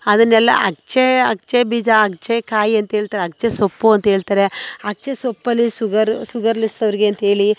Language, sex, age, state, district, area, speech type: Kannada, female, 30-45, Karnataka, Mandya, rural, spontaneous